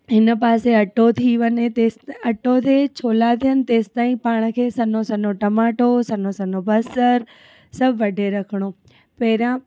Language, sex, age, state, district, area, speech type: Sindhi, female, 18-30, Gujarat, Surat, urban, spontaneous